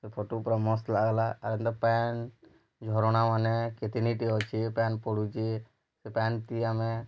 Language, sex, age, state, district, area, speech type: Odia, male, 30-45, Odisha, Bargarh, rural, spontaneous